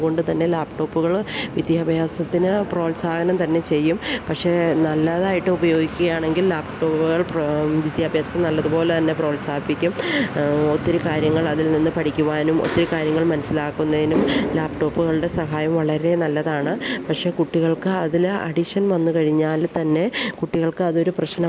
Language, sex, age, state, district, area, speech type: Malayalam, female, 30-45, Kerala, Idukki, rural, spontaneous